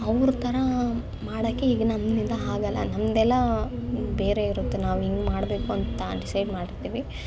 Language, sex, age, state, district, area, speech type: Kannada, female, 18-30, Karnataka, Bangalore Urban, rural, spontaneous